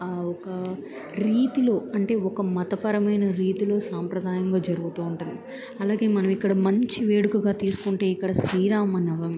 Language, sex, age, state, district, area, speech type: Telugu, female, 18-30, Andhra Pradesh, Bapatla, rural, spontaneous